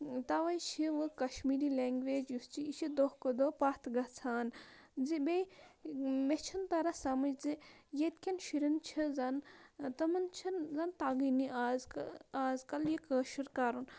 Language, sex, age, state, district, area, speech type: Kashmiri, female, 18-30, Jammu and Kashmir, Bandipora, rural, spontaneous